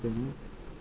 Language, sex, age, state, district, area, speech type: Telugu, male, 30-45, Telangana, Peddapalli, rural, spontaneous